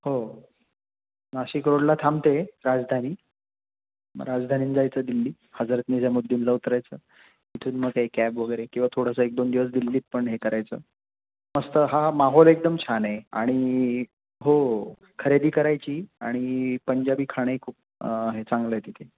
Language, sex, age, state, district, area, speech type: Marathi, male, 30-45, Maharashtra, Nashik, urban, conversation